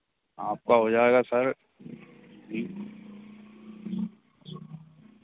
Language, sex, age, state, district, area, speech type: Hindi, male, 18-30, Madhya Pradesh, Hoshangabad, urban, conversation